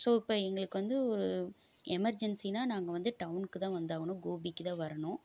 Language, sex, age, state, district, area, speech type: Tamil, female, 30-45, Tamil Nadu, Erode, rural, spontaneous